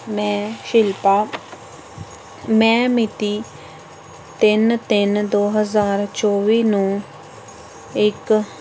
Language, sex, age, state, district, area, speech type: Punjabi, female, 30-45, Punjab, Pathankot, rural, spontaneous